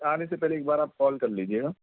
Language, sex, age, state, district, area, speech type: Urdu, male, 18-30, Delhi, South Delhi, urban, conversation